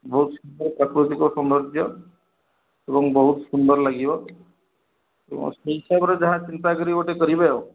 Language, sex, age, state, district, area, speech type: Odia, male, 45-60, Odisha, Kendrapara, urban, conversation